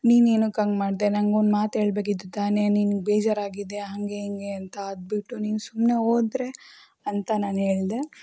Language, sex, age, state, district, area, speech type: Kannada, female, 18-30, Karnataka, Davanagere, rural, spontaneous